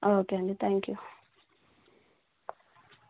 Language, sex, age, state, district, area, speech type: Telugu, female, 30-45, Telangana, Warangal, rural, conversation